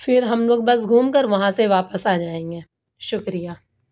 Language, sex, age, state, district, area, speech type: Urdu, female, 30-45, Uttar Pradesh, Lucknow, urban, spontaneous